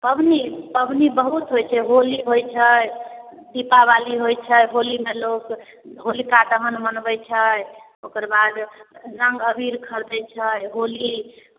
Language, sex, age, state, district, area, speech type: Maithili, female, 18-30, Bihar, Samastipur, urban, conversation